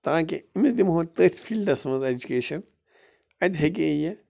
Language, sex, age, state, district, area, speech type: Kashmiri, male, 30-45, Jammu and Kashmir, Bandipora, rural, spontaneous